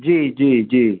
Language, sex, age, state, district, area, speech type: Urdu, male, 60+, Delhi, North East Delhi, urban, conversation